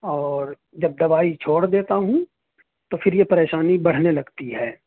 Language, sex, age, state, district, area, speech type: Urdu, male, 30-45, Uttar Pradesh, Gautam Buddha Nagar, urban, conversation